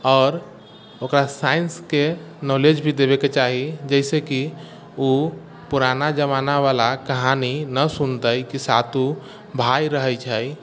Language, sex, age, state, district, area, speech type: Maithili, male, 45-60, Bihar, Sitamarhi, rural, spontaneous